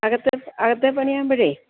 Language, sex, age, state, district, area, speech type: Malayalam, female, 60+, Kerala, Idukki, rural, conversation